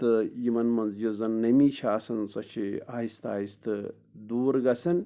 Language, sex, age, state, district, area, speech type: Kashmiri, male, 45-60, Jammu and Kashmir, Anantnag, rural, spontaneous